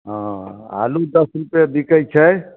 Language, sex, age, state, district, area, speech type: Maithili, male, 60+, Bihar, Samastipur, rural, conversation